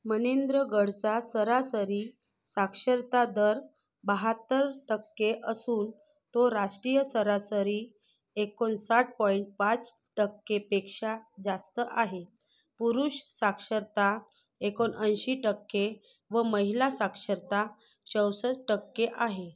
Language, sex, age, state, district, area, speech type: Marathi, female, 30-45, Maharashtra, Nagpur, urban, read